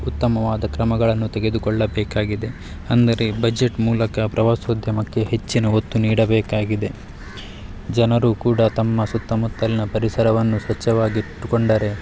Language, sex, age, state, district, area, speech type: Kannada, male, 30-45, Karnataka, Udupi, rural, spontaneous